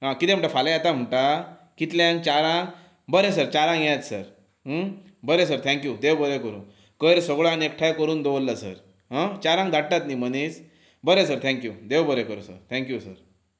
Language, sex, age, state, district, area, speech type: Goan Konkani, male, 30-45, Goa, Pernem, rural, spontaneous